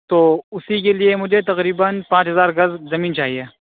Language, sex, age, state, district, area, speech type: Urdu, male, 18-30, Uttar Pradesh, Saharanpur, urban, conversation